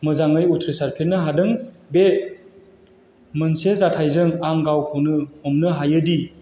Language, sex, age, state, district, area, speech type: Bodo, male, 30-45, Assam, Chirang, rural, spontaneous